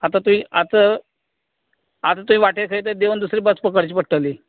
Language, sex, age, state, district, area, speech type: Goan Konkani, male, 45-60, Goa, Canacona, rural, conversation